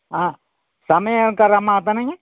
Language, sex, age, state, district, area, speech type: Tamil, male, 60+, Tamil Nadu, Coimbatore, rural, conversation